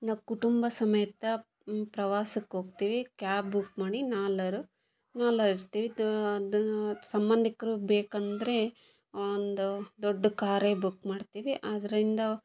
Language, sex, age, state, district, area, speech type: Kannada, female, 60+, Karnataka, Chitradurga, rural, spontaneous